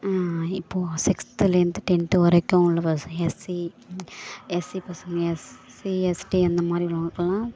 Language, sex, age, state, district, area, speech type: Tamil, female, 18-30, Tamil Nadu, Thanjavur, rural, spontaneous